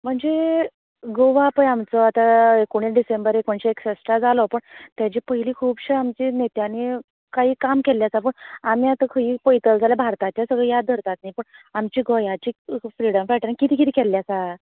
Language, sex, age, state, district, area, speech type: Goan Konkani, female, 30-45, Goa, Canacona, urban, conversation